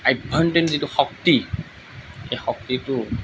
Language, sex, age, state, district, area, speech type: Assamese, male, 30-45, Assam, Morigaon, rural, spontaneous